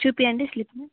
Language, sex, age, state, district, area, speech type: Telugu, female, 18-30, Andhra Pradesh, Annamaya, rural, conversation